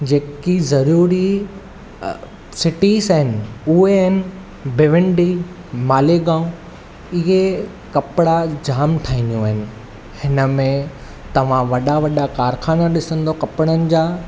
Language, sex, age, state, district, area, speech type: Sindhi, male, 18-30, Maharashtra, Thane, urban, spontaneous